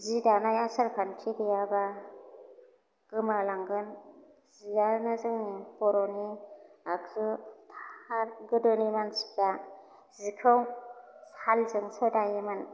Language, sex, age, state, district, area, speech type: Bodo, female, 30-45, Assam, Chirang, urban, spontaneous